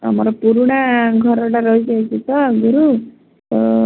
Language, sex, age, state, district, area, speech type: Odia, female, 60+, Odisha, Gajapati, rural, conversation